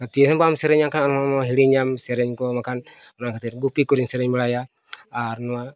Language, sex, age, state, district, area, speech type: Santali, male, 45-60, Odisha, Mayurbhanj, rural, spontaneous